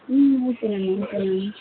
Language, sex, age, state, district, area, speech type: Tamil, female, 18-30, Tamil Nadu, Chennai, urban, conversation